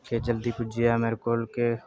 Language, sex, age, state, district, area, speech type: Dogri, male, 18-30, Jammu and Kashmir, Udhampur, rural, spontaneous